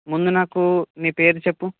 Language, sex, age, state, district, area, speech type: Telugu, male, 18-30, Telangana, Sangareddy, urban, conversation